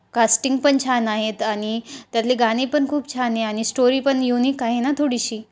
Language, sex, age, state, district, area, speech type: Marathi, female, 18-30, Maharashtra, Ahmednagar, rural, spontaneous